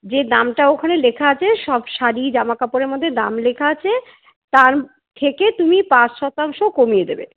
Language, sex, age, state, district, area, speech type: Bengali, female, 45-60, West Bengal, Paschim Bardhaman, urban, conversation